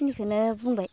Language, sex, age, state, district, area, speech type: Bodo, female, 30-45, Assam, Baksa, rural, spontaneous